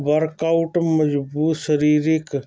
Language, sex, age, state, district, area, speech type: Punjabi, male, 45-60, Punjab, Hoshiarpur, urban, spontaneous